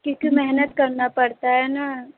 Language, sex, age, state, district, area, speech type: Hindi, female, 18-30, Uttar Pradesh, Azamgarh, urban, conversation